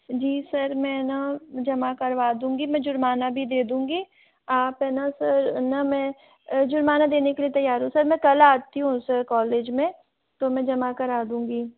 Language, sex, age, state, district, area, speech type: Hindi, female, 45-60, Rajasthan, Jaipur, urban, conversation